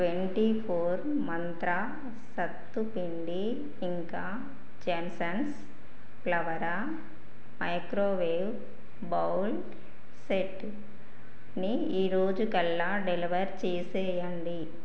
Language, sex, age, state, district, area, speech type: Telugu, female, 30-45, Telangana, Karimnagar, rural, read